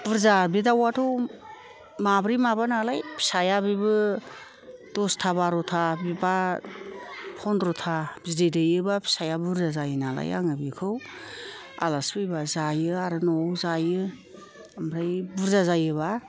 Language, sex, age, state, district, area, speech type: Bodo, female, 60+, Assam, Kokrajhar, rural, spontaneous